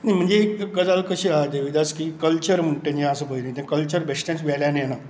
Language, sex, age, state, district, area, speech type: Goan Konkani, male, 60+, Goa, Canacona, rural, spontaneous